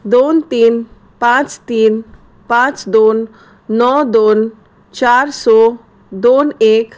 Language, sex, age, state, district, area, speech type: Goan Konkani, female, 30-45, Goa, Salcete, rural, read